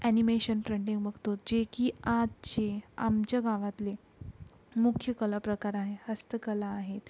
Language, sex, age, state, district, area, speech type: Marathi, female, 18-30, Maharashtra, Yavatmal, urban, spontaneous